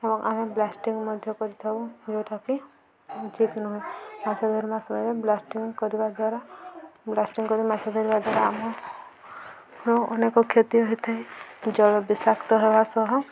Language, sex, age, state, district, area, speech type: Odia, female, 18-30, Odisha, Subarnapur, urban, spontaneous